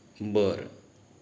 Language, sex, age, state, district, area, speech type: Marathi, male, 30-45, Maharashtra, Ratnagiri, urban, spontaneous